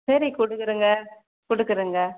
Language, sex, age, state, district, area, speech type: Tamil, female, 60+, Tamil Nadu, Mayiladuthurai, rural, conversation